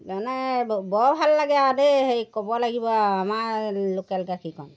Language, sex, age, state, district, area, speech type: Assamese, female, 60+, Assam, Golaghat, rural, spontaneous